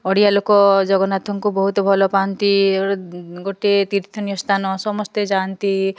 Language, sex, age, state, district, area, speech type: Odia, female, 30-45, Odisha, Mayurbhanj, rural, spontaneous